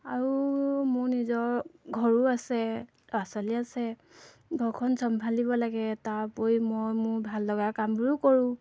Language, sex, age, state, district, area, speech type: Assamese, female, 18-30, Assam, Golaghat, urban, spontaneous